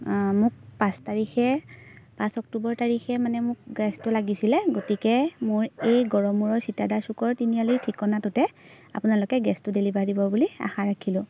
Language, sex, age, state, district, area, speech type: Assamese, female, 18-30, Assam, Majuli, urban, spontaneous